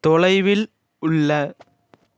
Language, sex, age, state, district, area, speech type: Tamil, male, 45-60, Tamil Nadu, Ariyalur, rural, read